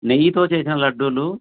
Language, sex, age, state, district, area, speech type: Telugu, male, 45-60, Andhra Pradesh, Sri Satya Sai, urban, conversation